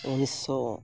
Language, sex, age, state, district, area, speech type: Santali, male, 45-60, Odisha, Mayurbhanj, rural, spontaneous